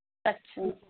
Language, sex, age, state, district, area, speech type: Punjabi, female, 30-45, Punjab, Firozpur, urban, conversation